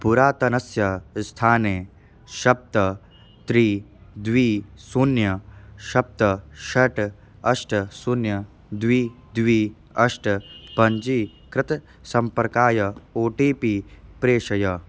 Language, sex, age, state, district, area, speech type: Sanskrit, male, 18-30, Bihar, East Champaran, urban, read